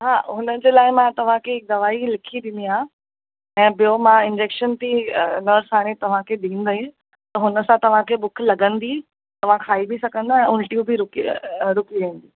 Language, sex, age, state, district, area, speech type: Sindhi, female, 18-30, Maharashtra, Mumbai Suburban, urban, conversation